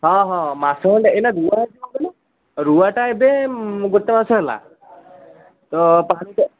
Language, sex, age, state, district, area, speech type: Odia, male, 30-45, Odisha, Puri, urban, conversation